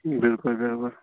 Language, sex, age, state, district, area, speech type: Kashmiri, male, 30-45, Jammu and Kashmir, Bandipora, rural, conversation